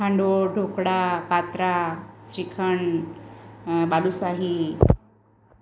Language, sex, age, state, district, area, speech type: Gujarati, female, 45-60, Gujarat, Valsad, rural, spontaneous